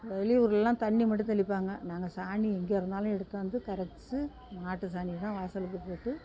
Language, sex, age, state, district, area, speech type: Tamil, female, 60+, Tamil Nadu, Thanjavur, rural, spontaneous